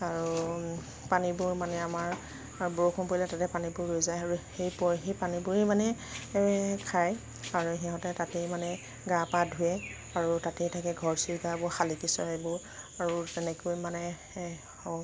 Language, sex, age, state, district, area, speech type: Assamese, female, 45-60, Assam, Nagaon, rural, spontaneous